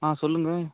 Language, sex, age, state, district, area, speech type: Tamil, male, 30-45, Tamil Nadu, Ariyalur, rural, conversation